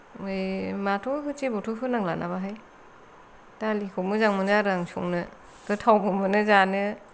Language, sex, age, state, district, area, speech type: Bodo, female, 45-60, Assam, Kokrajhar, rural, spontaneous